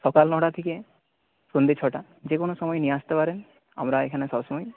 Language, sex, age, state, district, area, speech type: Bengali, male, 30-45, West Bengal, Nadia, rural, conversation